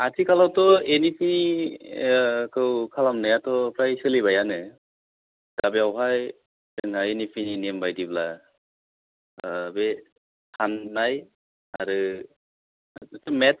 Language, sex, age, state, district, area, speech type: Bodo, male, 30-45, Assam, Kokrajhar, rural, conversation